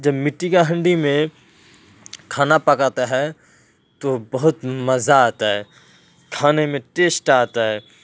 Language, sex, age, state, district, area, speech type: Urdu, male, 30-45, Uttar Pradesh, Ghaziabad, rural, spontaneous